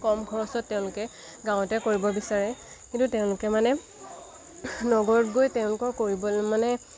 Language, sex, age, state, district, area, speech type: Assamese, female, 18-30, Assam, Lakhimpur, rural, spontaneous